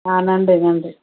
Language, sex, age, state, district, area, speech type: Tamil, female, 30-45, Tamil Nadu, Chennai, urban, conversation